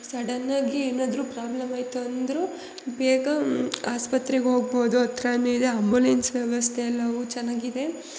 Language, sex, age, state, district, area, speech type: Kannada, female, 30-45, Karnataka, Hassan, urban, spontaneous